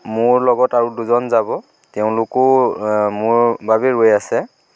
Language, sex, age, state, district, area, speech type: Assamese, male, 30-45, Assam, Dhemaji, rural, spontaneous